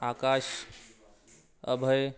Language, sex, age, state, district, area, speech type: Marathi, male, 18-30, Maharashtra, Wardha, urban, spontaneous